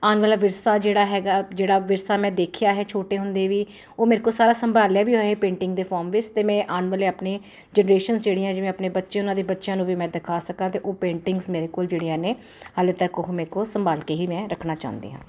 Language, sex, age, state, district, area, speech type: Punjabi, female, 45-60, Punjab, Ludhiana, urban, spontaneous